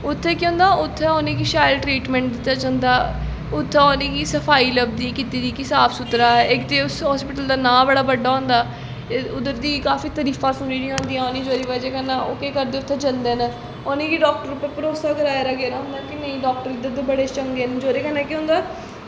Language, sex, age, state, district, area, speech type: Dogri, female, 18-30, Jammu and Kashmir, Jammu, rural, spontaneous